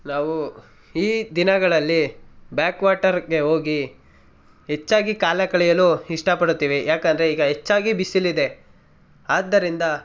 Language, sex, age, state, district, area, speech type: Kannada, male, 18-30, Karnataka, Mysore, rural, spontaneous